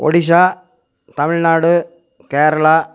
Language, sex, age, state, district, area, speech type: Tamil, male, 60+, Tamil Nadu, Coimbatore, rural, spontaneous